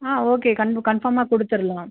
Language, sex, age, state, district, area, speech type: Tamil, female, 18-30, Tamil Nadu, Tiruchirappalli, rural, conversation